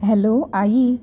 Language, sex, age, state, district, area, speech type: Goan Konkani, female, 30-45, Goa, Bardez, rural, spontaneous